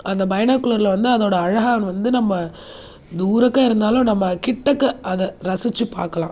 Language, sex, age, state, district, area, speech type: Tamil, female, 30-45, Tamil Nadu, Viluppuram, urban, spontaneous